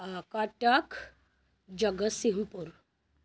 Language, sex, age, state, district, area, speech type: Odia, female, 30-45, Odisha, Kendrapara, urban, spontaneous